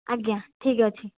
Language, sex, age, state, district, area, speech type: Odia, female, 18-30, Odisha, Nayagarh, rural, conversation